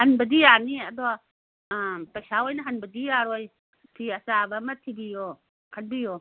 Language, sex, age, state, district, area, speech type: Manipuri, female, 60+, Manipur, Imphal East, urban, conversation